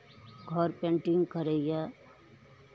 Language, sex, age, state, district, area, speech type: Maithili, female, 60+, Bihar, Araria, rural, spontaneous